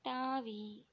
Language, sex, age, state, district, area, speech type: Tamil, female, 45-60, Tamil Nadu, Tiruchirappalli, rural, read